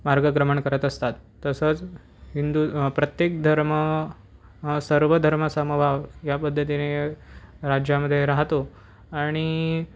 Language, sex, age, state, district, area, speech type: Marathi, male, 18-30, Maharashtra, Pune, urban, spontaneous